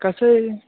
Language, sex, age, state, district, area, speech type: Kannada, male, 30-45, Karnataka, Gadag, rural, conversation